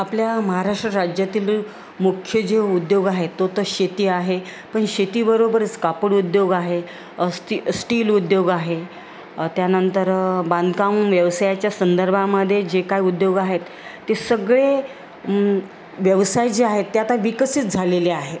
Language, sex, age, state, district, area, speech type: Marathi, female, 45-60, Maharashtra, Jalna, urban, spontaneous